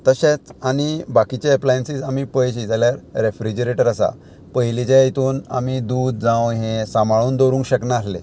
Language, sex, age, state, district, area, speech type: Goan Konkani, male, 30-45, Goa, Murmgao, rural, spontaneous